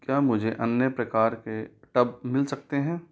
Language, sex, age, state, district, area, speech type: Hindi, male, 30-45, Rajasthan, Jaipur, urban, read